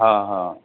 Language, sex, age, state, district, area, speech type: Sindhi, male, 45-60, Uttar Pradesh, Lucknow, rural, conversation